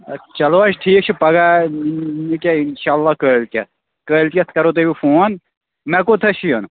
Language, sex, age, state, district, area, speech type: Kashmiri, male, 30-45, Jammu and Kashmir, Bandipora, rural, conversation